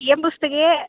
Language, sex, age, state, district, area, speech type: Sanskrit, female, 18-30, Kerala, Thrissur, rural, conversation